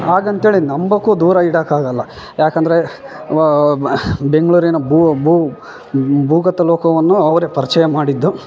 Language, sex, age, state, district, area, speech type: Kannada, male, 18-30, Karnataka, Bellary, rural, spontaneous